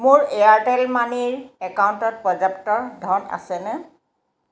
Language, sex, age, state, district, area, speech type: Assamese, female, 45-60, Assam, Jorhat, urban, read